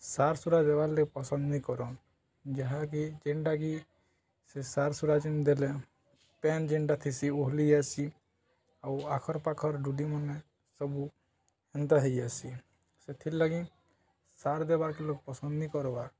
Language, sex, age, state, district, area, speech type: Odia, male, 18-30, Odisha, Balangir, urban, spontaneous